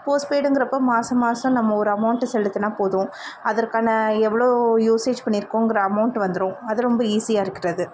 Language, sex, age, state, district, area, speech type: Tamil, female, 30-45, Tamil Nadu, Tiruvallur, urban, spontaneous